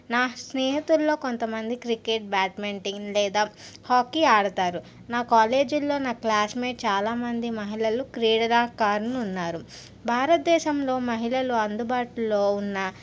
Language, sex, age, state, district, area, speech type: Telugu, female, 60+, Andhra Pradesh, N T Rama Rao, urban, spontaneous